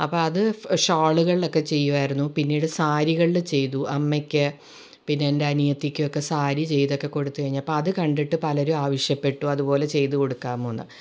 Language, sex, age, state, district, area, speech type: Malayalam, female, 45-60, Kerala, Ernakulam, rural, spontaneous